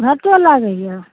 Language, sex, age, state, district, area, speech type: Maithili, female, 30-45, Bihar, Saharsa, rural, conversation